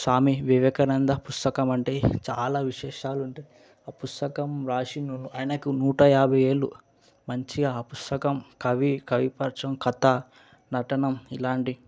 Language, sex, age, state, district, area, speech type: Telugu, male, 18-30, Telangana, Mahbubnagar, urban, spontaneous